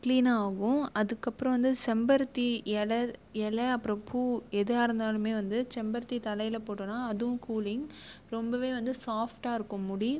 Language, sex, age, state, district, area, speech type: Tamil, female, 18-30, Tamil Nadu, Viluppuram, rural, spontaneous